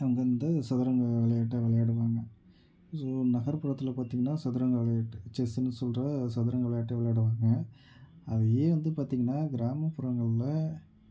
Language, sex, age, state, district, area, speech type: Tamil, male, 30-45, Tamil Nadu, Tiruvarur, rural, spontaneous